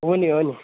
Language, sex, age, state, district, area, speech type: Nepali, male, 18-30, West Bengal, Jalpaiguri, rural, conversation